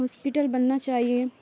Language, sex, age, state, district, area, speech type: Urdu, female, 18-30, Bihar, Khagaria, rural, spontaneous